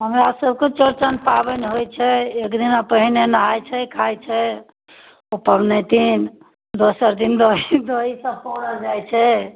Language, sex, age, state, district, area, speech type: Maithili, female, 60+, Bihar, Darbhanga, urban, conversation